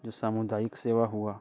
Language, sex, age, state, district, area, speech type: Hindi, male, 30-45, Bihar, Muzaffarpur, rural, spontaneous